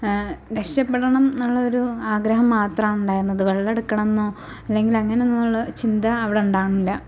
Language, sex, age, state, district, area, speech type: Malayalam, female, 18-30, Kerala, Malappuram, rural, spontaneous